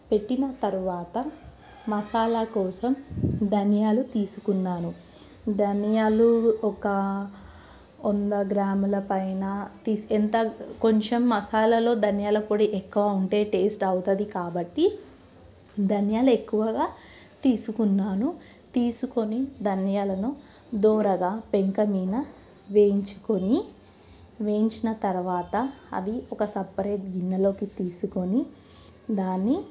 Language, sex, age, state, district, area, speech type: Telugu, female, 18-30, Telangana, Medchal, urban, spontaneous